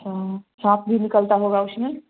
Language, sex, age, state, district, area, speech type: Hindi, female, 30-45, Bihar, Samastipur, urban, conversation